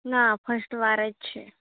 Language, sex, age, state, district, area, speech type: Gujarati, female, 30-45, Gujarat, Narmada, rural, conversation